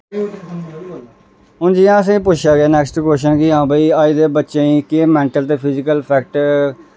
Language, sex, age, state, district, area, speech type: Dogri, male, 18-30, Jammu and Kashmir, Reasi, rural, spontaneous